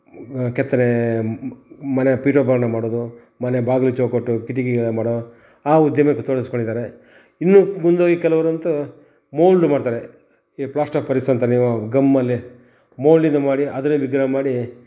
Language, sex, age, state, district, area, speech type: Kannada, male, 45-60, Karnataka, Shimoga, rural, spontaneous